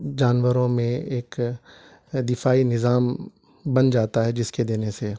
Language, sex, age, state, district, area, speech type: Urdu, male, 30-45, Telangana, Hyderabad, urban, spontaneous